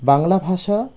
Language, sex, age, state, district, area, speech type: Bengali, male, 30-45, West Bengal, Birbhum, urban, spontaneous